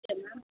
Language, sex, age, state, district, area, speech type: Tamil, female, 18-30, Tamil Nadu, Kanchipuram, urban, conversation